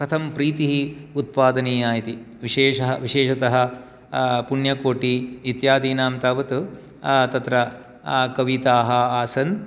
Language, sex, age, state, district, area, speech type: Sanskrit, male, 60+, Karnataka, Shimoga, urban, spontaneous